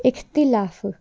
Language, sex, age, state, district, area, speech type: Sindhi, female, 18-30, Gujarat, Junagadh, urban, read